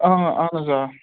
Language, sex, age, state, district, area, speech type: Kashmiri, male, 18-30, Jammu and Kashmir, Ganderbal, rural, conversation